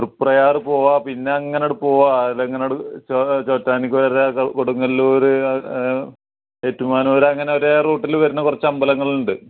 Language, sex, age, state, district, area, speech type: Malayalam, male, 30-45, Kerala, Malappuram, rural, conversation